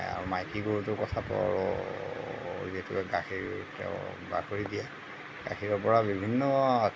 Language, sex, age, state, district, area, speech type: Assamese, male, 60+, Assam, Darrang, rural, spontaneous